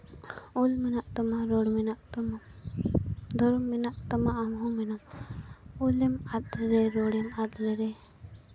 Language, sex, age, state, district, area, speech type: Santali, female, 18-30, Jharkhand, Seraikela Kharsawan, rural, spontaneous